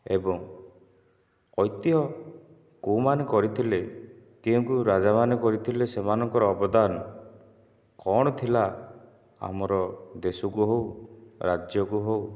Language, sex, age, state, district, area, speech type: Odia, male, 30-45, Odisha, Nayagarh, rural, spontaneous